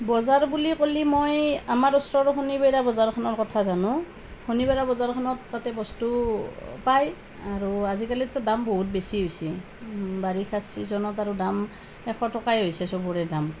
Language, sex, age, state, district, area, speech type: Assamese, female, 30-45, Assam, Nalbari, rural, spontaneous